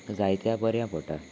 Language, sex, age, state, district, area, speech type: Goan Konkani, male, 18-30, Goa, Salcete, rural, spontaneous